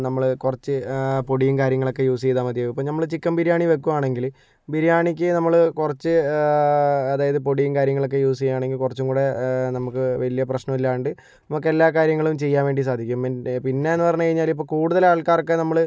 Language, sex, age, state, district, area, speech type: Malayalam, male, 60+, Kerala, Kozhikode, urban, spontaneous